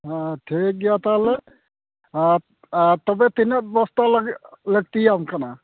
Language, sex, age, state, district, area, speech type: Santali, male, 60+, West Bengal, Malda, rural, conversation